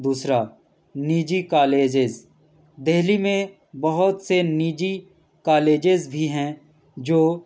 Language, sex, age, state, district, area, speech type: Urdu, male, 18-30, Delhi, East Delhi, urban, spontaneous